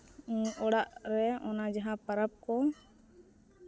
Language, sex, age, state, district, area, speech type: Santali, female, 30-45, Jharkhand, East Singhbhum, rural, spontaneous